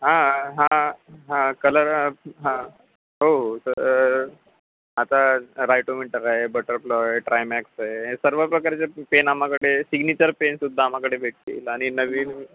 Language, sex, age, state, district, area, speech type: Marathi, male, 18-30, Maharashtra, Ratnagiri, rural, conversation